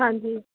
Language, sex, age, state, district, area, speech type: Punjabi, female, 30-45, Punjab, Jalandhar, rural, conversation